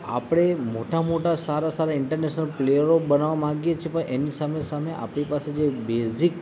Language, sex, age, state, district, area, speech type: Gujarati, male, 30-45, Gujarat, Narmada, urban, spontaneous